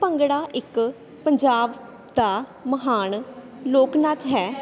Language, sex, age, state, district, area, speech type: Punjabi, female, 18-30, Punjab, Sangrur, rural, spontaneous